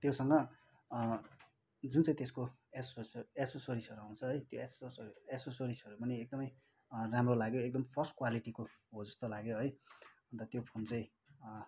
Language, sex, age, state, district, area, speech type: Nepali, male, 30-45, West Bengal, Kalimpong, rural, spontaneous